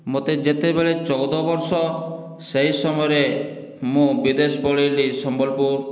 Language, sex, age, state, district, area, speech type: Odia, male, 60+, Odisha, Boudh, rural, spontaneous